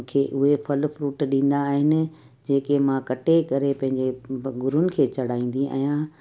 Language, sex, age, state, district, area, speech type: Sindhi, female, 45-60, Gujarat, Kutch, urban, spontaneous